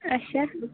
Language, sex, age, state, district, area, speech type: Kashmiri, female, 30-45, Jammu and Kashmir, Bandipora, rural, conversation